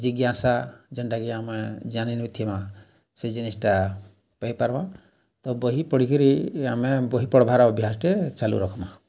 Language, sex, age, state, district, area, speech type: Odia, male, 45-60, Odisha, Bargarh, urban, spontaneous